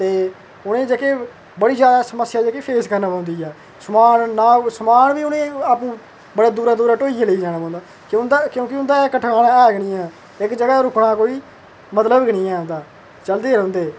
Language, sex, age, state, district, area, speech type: Dogri, male, 30-45, Jammu and Kashmir, Udhampur, urban, spontaneous